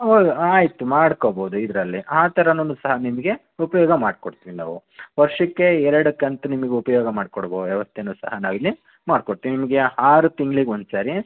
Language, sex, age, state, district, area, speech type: Kannada, male, 30-45, Karnataka, Chitradurga, rural, conversation